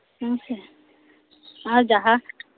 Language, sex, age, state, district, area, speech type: Santali, female, 30-45, West Bengal, Birbhum, rural, conversation